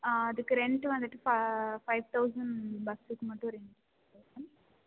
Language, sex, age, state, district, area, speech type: Tamil, female, 18-30, Tamil Nadu, Karur, rural, conversation